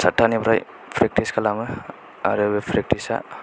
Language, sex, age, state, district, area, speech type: Bodo, male, 18-30, Assam, Kokrajhar, urban, spontaneous